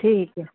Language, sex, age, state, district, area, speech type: Hindi, female, 60+, Madhya Pradesh, Gwalior, rural, conversation